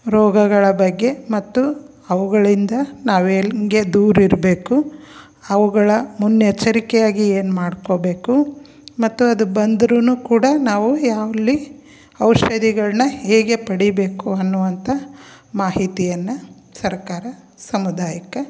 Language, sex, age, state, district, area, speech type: Kannada, female, 45-60, Karnataka, Koppal, rural, spontaneous